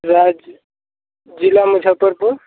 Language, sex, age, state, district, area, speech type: Hindi, male, 18-30, Bihar, Muzaffarpur, rural, conversation